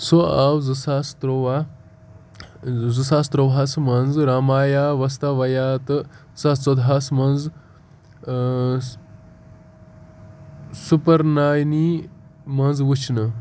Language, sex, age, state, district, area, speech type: Kashmiri, male, 18-30, Jammu and Kashmir, Kupwara, rural, read